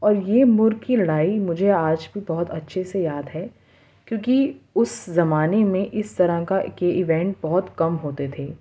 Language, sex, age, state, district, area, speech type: Urdu, female, 18-30, Uttar Pradesh, Ghaziabad, urban, spontaneous